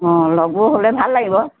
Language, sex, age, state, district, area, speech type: Assamese, female, 60+, Assam, Lakhimpur, urban, conversation